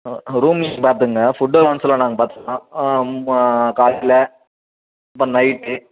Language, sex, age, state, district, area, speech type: Tamil, male, 45-60, Tamil Nadu, Sivaganga, rural, conversation